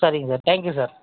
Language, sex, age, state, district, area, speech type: Tamil, male, 45-60, Tamil Nadu, Cuddalore, rural, conversation